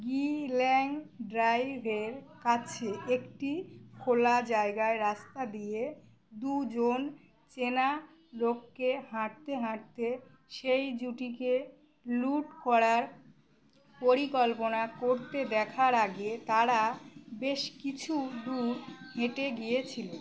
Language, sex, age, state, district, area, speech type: Bengali, female, 18-30, West Bengal, Uttar Dinajpur, urban, read